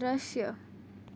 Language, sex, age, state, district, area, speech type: Gujarati, female, 18-30, Gujarat, Surat, rural, read